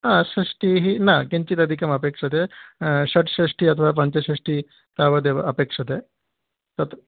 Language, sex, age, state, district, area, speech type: Sanskrit, male, 18-30, West Bengal, North 24 Parganas, rural, conversation